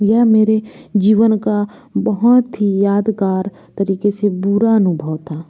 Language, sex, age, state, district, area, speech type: Hindi, female, 18-30, Madhya Pradesh, Bhopal, urban, spontaneous